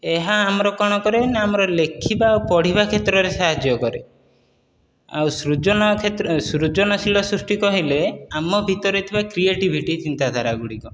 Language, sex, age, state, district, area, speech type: Odia, male, 18-30, Odisha, Dhenkanal, rural, spontaneous